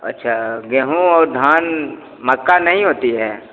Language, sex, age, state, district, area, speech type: Hindi, male, 30-45, Bihar, Begusarai, rural, conversation